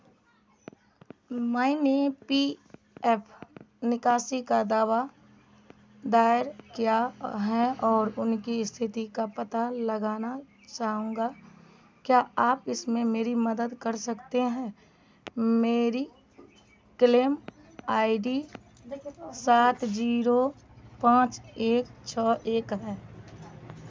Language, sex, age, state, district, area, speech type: Hindi, female, 30-45, Bihar, Madhepura, rural, read